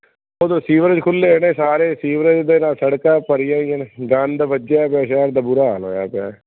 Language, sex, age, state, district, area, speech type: Punjabi, male, 45-60, Punjab, Fazilka, rural, conversation